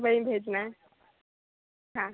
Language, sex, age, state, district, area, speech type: Hindi, female, 30-45, Madhya Pradesh, Betul, rural, conversation